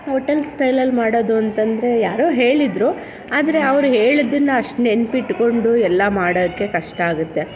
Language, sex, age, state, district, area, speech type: Kannada, female, 30-45, Karnataka, Chamarajanagar, rural, spontaneous